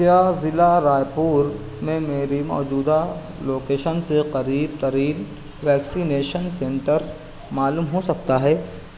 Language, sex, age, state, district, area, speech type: Urdu, male, 18-30, Maharashtra, Nashik, urban, read